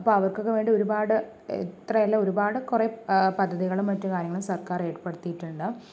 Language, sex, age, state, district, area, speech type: Malayalam, female, 45-60, Kerala, Palakkad, rural, spontaneous